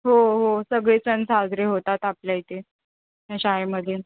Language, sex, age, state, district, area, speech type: Marathi, female, 18-30, Maharashtra, Solapur, urban, conversation